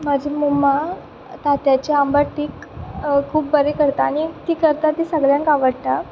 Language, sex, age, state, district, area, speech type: Goan Konkani, female, 18-30, Goa, Quepem, rural, spontaneous